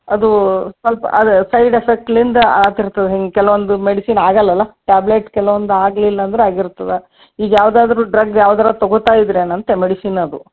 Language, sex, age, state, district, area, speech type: Kannada, female, 60+, Karnataka, Gulbarga, urban, conversation